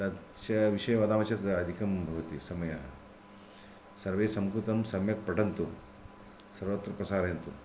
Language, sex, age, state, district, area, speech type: Sanskrit, male, 60+, Karnataka, Vijayapura, urban, spontaneous